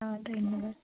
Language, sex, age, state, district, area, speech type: Assamese, female, 18-30, Assam, Majuli, urban, conversation